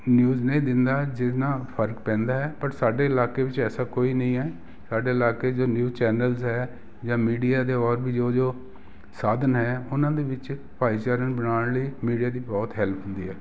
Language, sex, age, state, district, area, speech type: Punjabi, male, 60+, Punjab, Jalandhar, urban, spontaneous